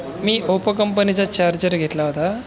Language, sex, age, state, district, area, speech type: Marathi, male, 30-45, Maharashtra, Aurangabad, rural, spontaneous